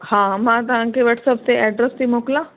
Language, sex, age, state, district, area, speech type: Sindhi, female, 30-45, Delhi, South Delhi, urban, conversation